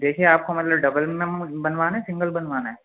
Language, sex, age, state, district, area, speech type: Urdu, male, 18-30, Uttar Pradesh, Rampur, urban, conversation